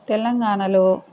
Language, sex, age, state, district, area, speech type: Telugu, female, 30-45, Telangana, Peddapalli, rural, spontaneous